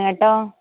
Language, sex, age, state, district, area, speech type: Malayalam, female, 30-45, Kerala, Kollam, rural, conversation